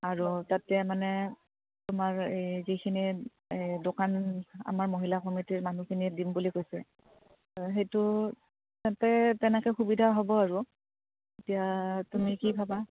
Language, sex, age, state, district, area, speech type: Assamese, female, 30-45, Assam, Udalguri, rural, conversation